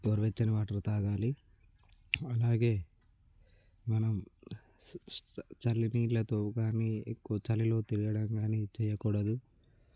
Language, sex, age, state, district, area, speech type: Telugu, male, 18-30, Telangana, Nirmal, rural, spontaneous